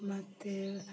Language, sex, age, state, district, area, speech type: Kannada, female, 45-60, Karnataka, Udupi, rural, spontaneous